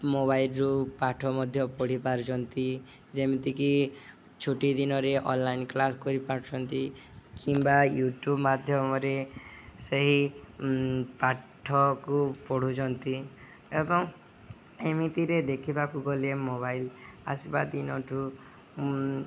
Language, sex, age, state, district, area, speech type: Odia, male, 18-30, Odisha, Subarnapur, urban, spontaneous